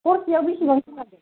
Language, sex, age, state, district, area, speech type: Bodo, female, 18-30, Assam, Kokrajhar, rural, conversation